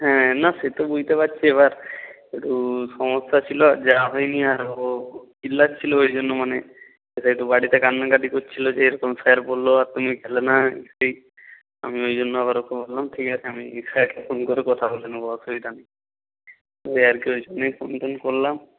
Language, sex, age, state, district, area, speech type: Bengali, male, 18-30, West Bengal, North 24 Parganas, rural, conversation